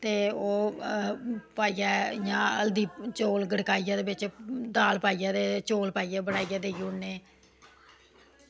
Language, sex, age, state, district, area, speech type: Dogri, female, 45-60, Jammu and Kashmir, Samba, rural, spontaneous